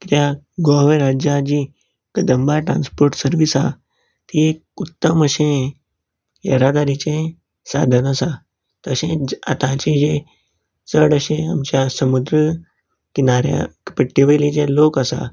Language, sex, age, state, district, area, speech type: Goan Konkani, male, 18-30, Goa, Canacona, rural, spontaneous